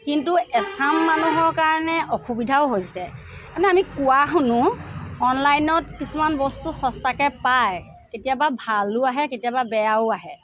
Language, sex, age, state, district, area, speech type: Assamese, female, 45-60, Assam, Sivasagar, urban, spontaneous